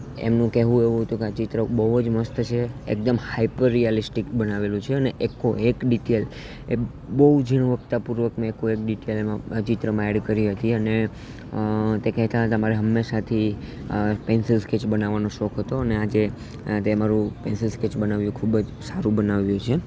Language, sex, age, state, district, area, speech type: Gujarati, male, 18-30, Gujarat, Junagadh, urban, spontaneous